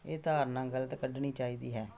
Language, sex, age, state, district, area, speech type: Punjabi, female, 45-60, Punjab, Jalandhar, urban, spontaneous